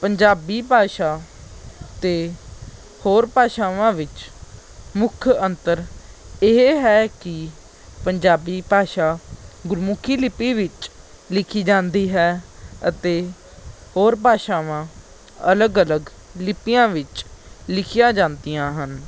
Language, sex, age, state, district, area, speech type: Punjabi, male, 18-30, Punjab, Patiala, urban, spontaneous